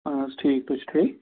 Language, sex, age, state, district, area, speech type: Kashmiri, male, 30-45, Jammu and Kashmir, Budgam, rural, conversation